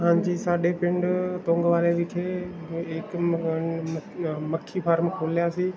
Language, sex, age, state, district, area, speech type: Punjabi, male, 18-30, Punjab, Bathinda, rural, spontaneous